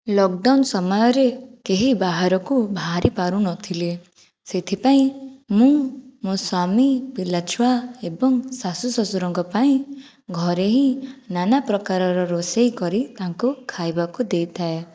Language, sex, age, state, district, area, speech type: Odia, female, 45-60, Odisha, Jajpur, rural, spontaneous